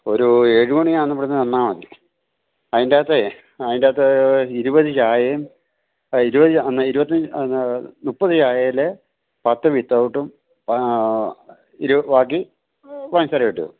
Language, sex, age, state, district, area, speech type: Malayalam, male, 60+, Kerala, Idukki, rural, conversation